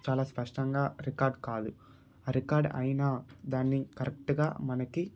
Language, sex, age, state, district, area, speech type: Telugu, male, 18-30, Andhra Pradesh, Sri Balaji, rural, spontaneous